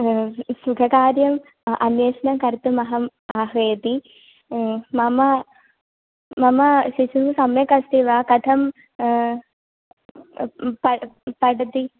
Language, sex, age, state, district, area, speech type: Sanskrit, female, 18-30, Kerala, Kannur, rural, conversation